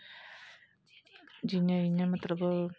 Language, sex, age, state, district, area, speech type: Dogri, female, 30-45, Jammu and Kashmir, Kathua, rural, spontaneous